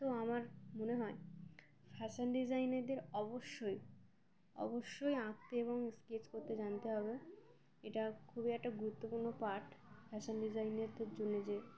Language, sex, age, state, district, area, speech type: Bengali, female, 18-30, West Bengal, Uttar Dinajpur, urban, spontaneous